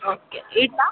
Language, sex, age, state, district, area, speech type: Kannada, female, 30-45, Karnataka, Vijayanagara, rural, conversation